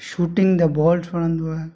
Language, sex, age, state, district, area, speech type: Sindhi, male, 45-60, Gujarat, Kutch, rural, spontaneous